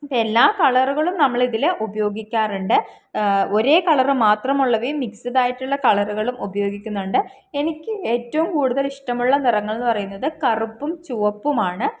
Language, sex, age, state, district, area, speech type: Malayalam, female, 18-30, Kerala, Palakkad, rural, spontaneous